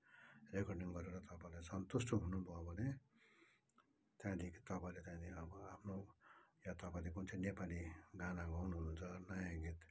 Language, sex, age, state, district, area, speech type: Nepali, male, 60+, West Bengal, Kalimpong, rural, spontaneous